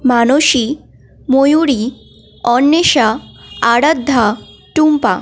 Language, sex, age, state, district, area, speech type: Bengali, female, 18-30, West Bengal, Malda, rural, spontaneous